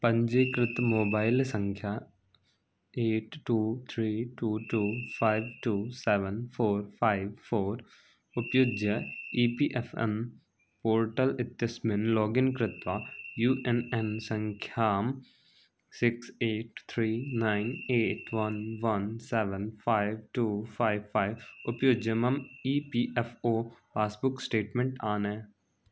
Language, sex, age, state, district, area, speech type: Sanskrit, male, 18-30, Bihar, Samastipur, rural, read